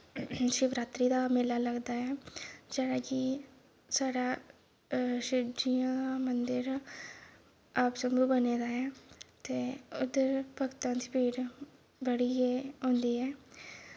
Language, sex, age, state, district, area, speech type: Dogri, female, 18-30, Jammu and Kashmir, Kathua, rural, spontaneous